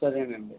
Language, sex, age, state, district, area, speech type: Telugu, male, 18-30, Andhra Pradesh, Visakhapatnam, urban, conversation